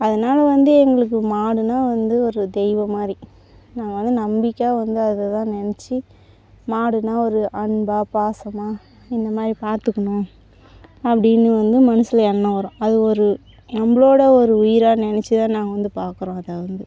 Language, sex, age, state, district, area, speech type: Tamil, female, 30-45, Tamil Nadu, Tirupattur, rural, spontaneous